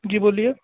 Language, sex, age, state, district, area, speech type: Hindi, male, 18-30, Rajasthan, Bharatpur, urban, conversation